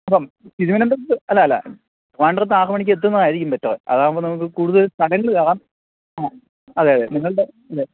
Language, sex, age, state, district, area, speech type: Malayalam, male, 30-45, Kerala, Thiruvananthapuram, urban, conversation